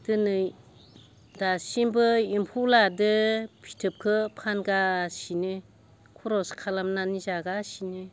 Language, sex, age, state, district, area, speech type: Bodo, female, 60+, Assam, Baksa, rural, spontaneous